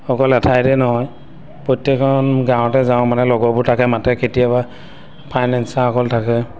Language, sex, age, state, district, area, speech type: Assamese, male, 30-45, Assam, Sivasagar, urban, spontaneous